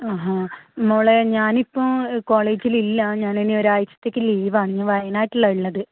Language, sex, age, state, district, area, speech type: Malayalam, female, 18-30, Kerala, Kannur, rural, conversation